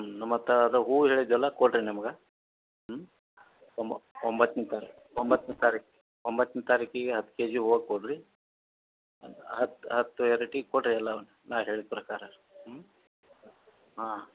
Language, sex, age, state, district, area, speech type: Kannada, male, 60+, Karnataka, Gadag, rural, conversation